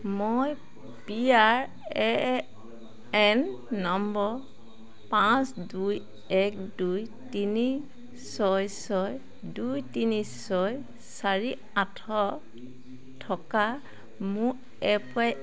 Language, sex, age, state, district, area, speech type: Assamese, female, 45-60, Assam, Charaideo, rural, read